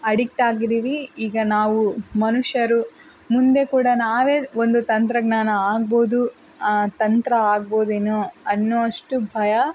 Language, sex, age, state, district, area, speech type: Kannada, female, 30-45, Karnataka, Tumkur, rural, spontaneous